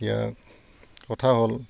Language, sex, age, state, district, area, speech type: Assamese, male, 45-60, Assam, Udalguri, rural, spontaneous